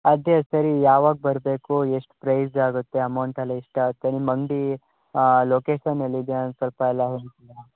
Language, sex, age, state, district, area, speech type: Kannada, male, 18-30, Karnataka, Shimoga, rural, conversation